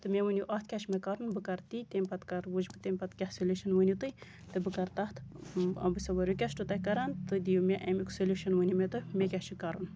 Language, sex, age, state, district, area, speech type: Kashmiri, female, 30-45, Jammu and Kashmir, Baramulla, rural, spontaneous